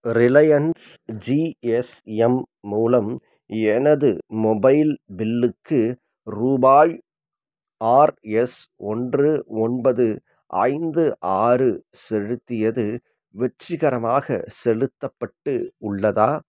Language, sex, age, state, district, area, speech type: Tamil, male, 30-45, Tamil Nadu, Salem, rural, read